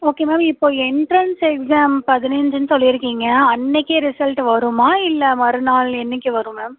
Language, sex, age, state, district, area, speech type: Tamil, female, 18-30, Tamil Nadu, Mayiladuthurai, rural, conversation